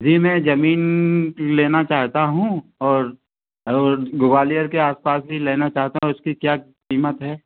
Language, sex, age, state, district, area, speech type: Hindi, male, 45-60, Madhya Pradesh, Gwalior, urban, conversation